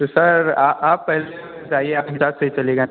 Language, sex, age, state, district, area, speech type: Hindi, male, 18-30, Uttar Pradesh, Mirzapur, rural, conversation